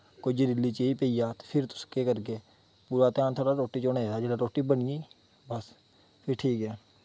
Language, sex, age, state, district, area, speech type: Dogri, male, 18-30, Jammu and Kashmir, Kathua, rural, spontaneous